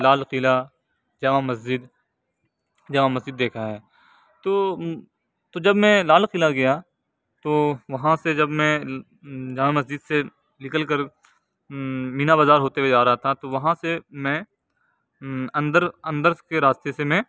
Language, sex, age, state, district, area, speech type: Urdu, male, 45-60, Uttar Pradesh, Aligarh, urban, spontaneous